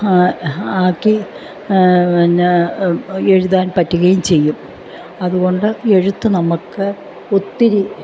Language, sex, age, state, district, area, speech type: Malayalam, female, 45-60, Kerala, Alappuzha, urban, spontaneous